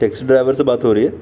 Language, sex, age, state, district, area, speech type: Urdu, male, 18-30, Delhi, North West Delhi, urban, spontaneous